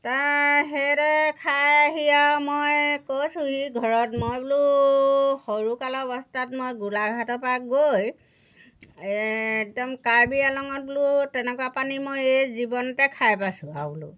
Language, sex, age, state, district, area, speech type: Assamese, female, 60+, Assam, Golaghat, rural, spontaneous